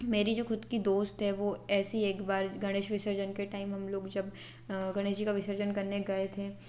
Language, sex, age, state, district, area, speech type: Hindi, female, 18-30, Madhya Pradesh, Betul, rural, spontaneous